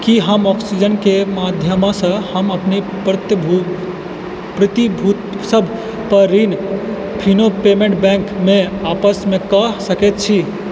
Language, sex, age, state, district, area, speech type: Maithili, male, 18-30, Bihar, Purnia, urban, read